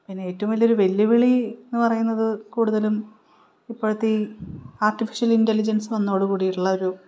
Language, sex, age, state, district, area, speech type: Malayalam, female, 30-45, Kerala, Palakkad, rural, spontaneous